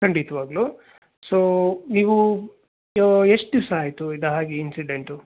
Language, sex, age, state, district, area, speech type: Kannada, male, 30-45, Karnataka, Bangalore Urban, rural, conversation